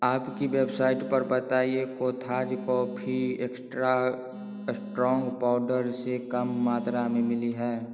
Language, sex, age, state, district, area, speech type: Hindi, male, 18-30, Bihar, Darbhanga, rural, read